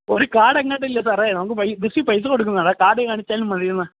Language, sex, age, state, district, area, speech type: Malayalam, male, 18-30, Kerala, Idukki, rural, conversation